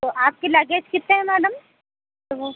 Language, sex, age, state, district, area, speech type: Hindi, female, 30-45, Madhya Pradesh, Seoni, urban, conversation